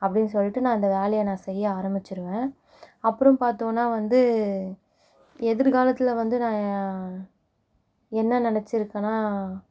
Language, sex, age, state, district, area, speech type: Tamil, female, 18-30, Tamil Nadu, Mayiladuthurai, rural, spontaneous